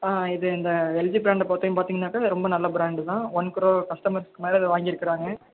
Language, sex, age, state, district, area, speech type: Tamil, male, 18-30, Tamil Nadu, Thanjavur, rural, conversation